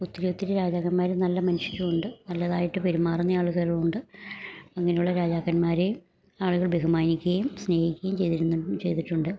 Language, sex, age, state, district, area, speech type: Malayalam, female, 60+, Kerala, Idukki, rural, spontaneous